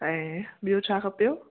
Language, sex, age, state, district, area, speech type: Sindhi, female, 30-45, Gujarat, Kutch, urban, conversation